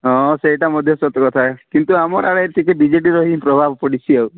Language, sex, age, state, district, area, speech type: Odia, male, 30-45, Odisha, Nabarangpur, urban, conversation